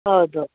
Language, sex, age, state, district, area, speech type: Kannada, female, 45-60, Karnataka, Tumkur, urban, conversation